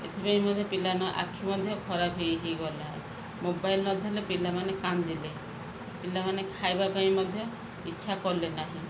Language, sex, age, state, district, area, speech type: Odia, female, 45-60, Odisha, Ganjam, urban, spontaneous